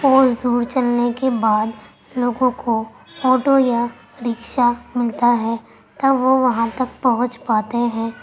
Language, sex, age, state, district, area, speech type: Urdu, female, 18-30, Delhi, Central Delhi, urban, spontaneous